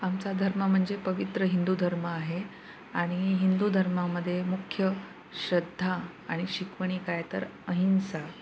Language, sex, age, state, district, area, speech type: Marathi, female, 30-45, Maharashtra, Nanded, rural, spontaneous